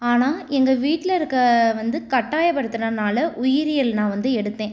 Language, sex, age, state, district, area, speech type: Tamil, female, 18-30, Tamil Nadu, Tiruchirappalli, urban, spontaneous